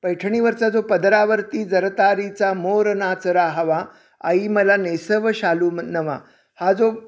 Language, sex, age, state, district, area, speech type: Marathi, male, 60+, Maharashtra, Sangli, urban, spontaneous